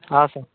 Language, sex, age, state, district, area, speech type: Kannada, male, 30-45, Karnataka, Raichur, rural, conversation